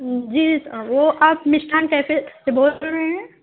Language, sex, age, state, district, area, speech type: Urdu, female, 18-30, Uttar Pradesh, Balrampur, rural, conversation